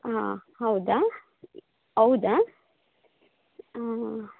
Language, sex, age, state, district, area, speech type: Kannada, female, 30-45, Karnataka, Shimoga, rural, conversation